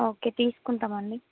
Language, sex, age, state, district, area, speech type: Telugu, female, 18-30, Telangana, Mancherial, rural, conversation